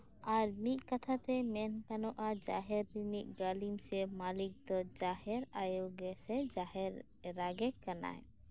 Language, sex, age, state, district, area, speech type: Santali, female, 18-30, West Bengal, Birbhum, rural, spontaneous